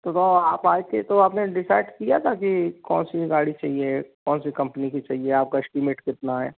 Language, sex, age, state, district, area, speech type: Hindi, male, 45-60, Madhya Pradesh, Gwalior, rural, conversation